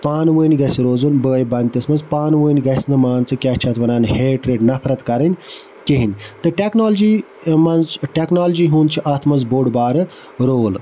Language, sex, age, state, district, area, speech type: Kashmiri, male, 30-45, Jammu and Kashmir, Budgam, rural, spontaneous